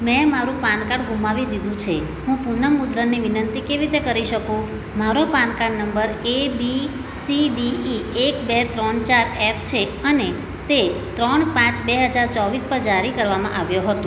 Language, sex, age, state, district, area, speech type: Gujarati, female, 45-60, Gujarat, Surat, urban, read